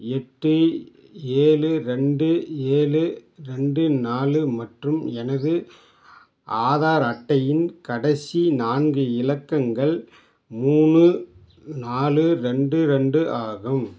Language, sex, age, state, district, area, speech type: Tamil, male, 60+, Tamil Nadu, Dharmapuri, rural, read